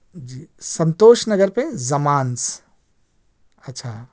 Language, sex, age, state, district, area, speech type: Urdu, male, 30-45, Telangana, Hyderabad, urban, spontaneous